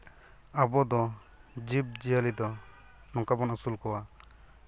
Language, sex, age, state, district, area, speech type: Santali, male, 18-30, West Bengal, Purulia, rural, spontaneous